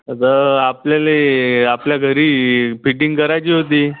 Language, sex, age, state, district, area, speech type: Marathi, male, 18-30, Maharashtra, Nagpur, rural, conversation